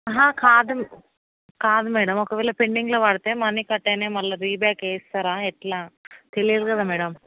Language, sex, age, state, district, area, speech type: Telugu, female, 45-60, Telangana, Hyderabad, urban, conversation